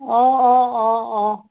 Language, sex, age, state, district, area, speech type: Assamese, female, 30-45, Assam, Sivasagar, rural, conversation